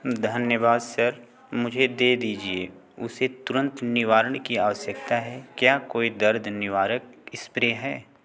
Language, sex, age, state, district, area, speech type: Hindi, male, 30-45, Uttar Pradesh, Azamgarh, rural, read